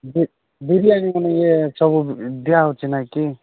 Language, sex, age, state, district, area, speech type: Odia, male, 45-60, Odisha, Nabarangpur, rural, conversation